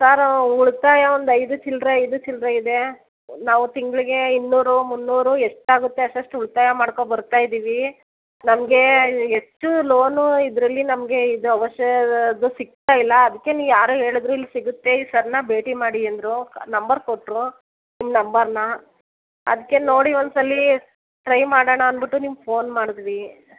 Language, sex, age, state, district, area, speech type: Kannada, female, 30-45, Karnataka, Mysore, rural, conversation